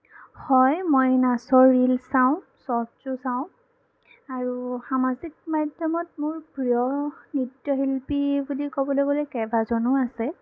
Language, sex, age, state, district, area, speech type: Assamese, female, 18-30, Assam, Sonitpur, rural, spontaneous